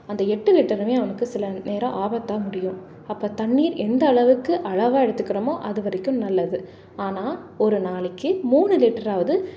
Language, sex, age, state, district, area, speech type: Tamil, female, 30-45, Tamil Nadu, Salem, urban, spontaneous